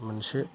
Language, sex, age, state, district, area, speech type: Bodo, male, 45-60, Assam, Udalguri, rural, spontaneous